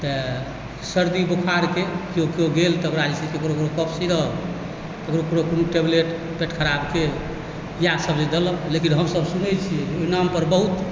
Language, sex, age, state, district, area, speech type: Maithili, male, 45-60, Bihar, Supaul, rural, spontaneous